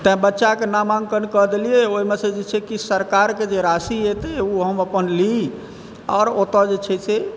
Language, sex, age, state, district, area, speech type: Maithili, male, 45-60, Bihar, Supaul, rural, spontaneous